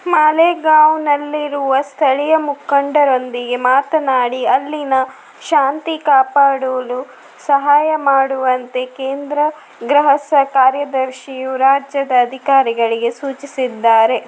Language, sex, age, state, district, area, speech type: Kannada, female, 30-45, Karnataka, Shimoga, rural, read